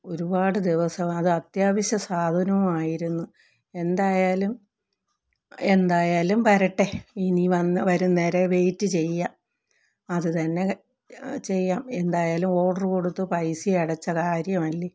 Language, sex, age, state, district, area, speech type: Malayalam, female, 45-60, Kerala, Thiruvananthapuram, rural, spontaneous